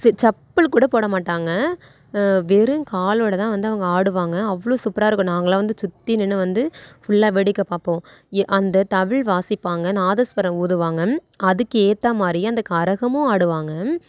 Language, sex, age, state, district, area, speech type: Tamil, female, 18-30, Tamil Nadu, Thanjavur, rural, spontaneous